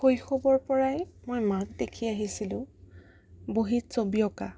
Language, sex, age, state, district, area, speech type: Assamese, female, 18-30, Assam, Sonitpur, rural, spontaneous